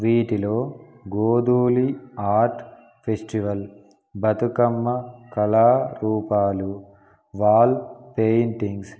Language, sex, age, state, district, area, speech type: Telugu, male, 18-30, Telangana, Peddapalli, urban, spontaneous